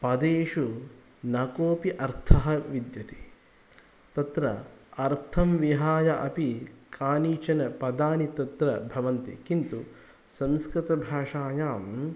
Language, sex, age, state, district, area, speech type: Sanskrit, male, 30-45, Karnataka, Kolar, rural, spontaneous